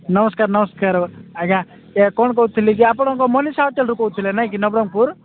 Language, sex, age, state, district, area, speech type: Odia, male, 45-60, Odisha, Nabarangpur, rural, conversation